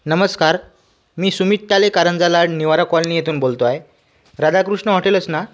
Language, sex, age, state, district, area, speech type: Marathi, male, 18-30, Maharashtra, Washim, rural, spontaneous